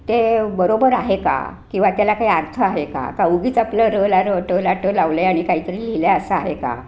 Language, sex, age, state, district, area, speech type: Marathi, female, 60+, Maharashtra, Sangli, urban, spontaneous